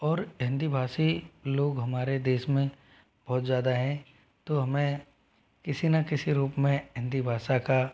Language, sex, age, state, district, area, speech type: Hindi, male, 45-60, Rajasthan, Jodhpur, rural, spontaneous